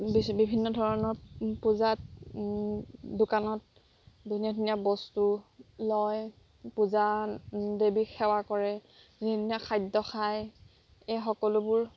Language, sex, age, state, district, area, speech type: Assamese, female, 30-45, Assam, Golaghat, urban, spontaneous